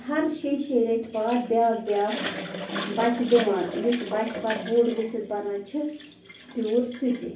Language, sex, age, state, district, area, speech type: Kashmiri, female, 18-30, Jammu and Kashmir, Bandipora, rural, spontaneous